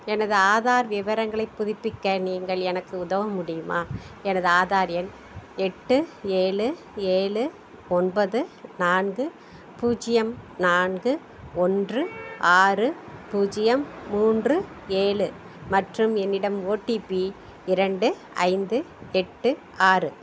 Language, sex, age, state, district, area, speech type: Tamil, female, 60+, Tamil Nadu, Madurai, rural, read